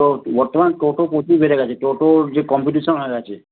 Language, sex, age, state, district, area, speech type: Bengali, male, 30-45, West Bengal, Howrah, urban, conversation